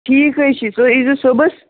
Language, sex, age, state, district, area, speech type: Kashmiri, male, 30-45, Jammu and Kashmir, Kupwara, rural, conversation